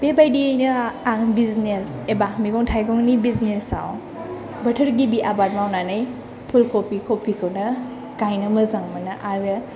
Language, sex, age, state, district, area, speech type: Bodo, female, 18-30, Assam, Chirang, urban, spontaneous